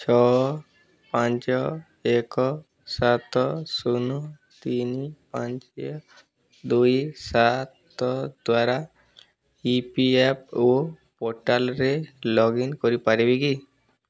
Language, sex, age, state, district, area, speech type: Odia, male, 18-30, Odisha, Boudh, rural, read